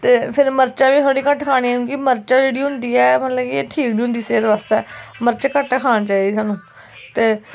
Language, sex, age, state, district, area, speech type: Dogri, female, 18-30, Jammu and Kashmir, Kathua, rural, spontaneous